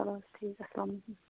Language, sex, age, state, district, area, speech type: Kashmiri, female, 30-45, Jammu and Kashmir, Shopian, rural, conversation